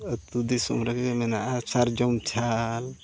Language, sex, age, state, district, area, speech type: Santali, male, 60+, Odisha, Mayurbhanj, rural, spontaneous